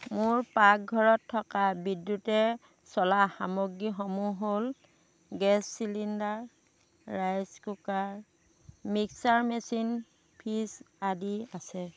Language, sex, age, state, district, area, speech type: Assamese, female, 45-60, Assam, Dhemaji, rural, spontaneous